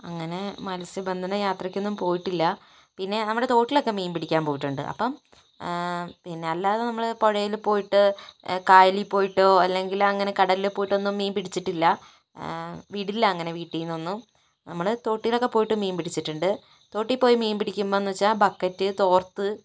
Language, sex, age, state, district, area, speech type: Malayalam, female, 60+, Kerala, Kozhikode, urban, spontaneous